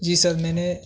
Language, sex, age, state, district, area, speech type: Urdu, male, 18-30, Uttar Pradesh, Saharanpur, urban, spontaneous